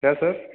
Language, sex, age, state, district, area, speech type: Hindi, male, 18-30, Rajasthan, Jodhpur, urban, conversation